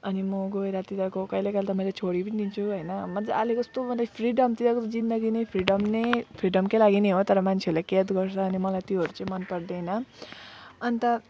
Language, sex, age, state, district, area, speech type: Nepali, female, 30-45, West Bengal, Alipurduar, urban, spontaneous